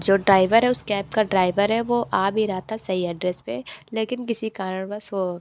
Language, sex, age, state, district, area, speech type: Hindi, female, 30-45, Uttar Pradesh, Sonbhadra, rural, spontaneous